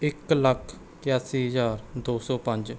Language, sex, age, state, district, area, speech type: Punjabi, male, 18-30, Punjab, Rupnagar, urban, spontaneous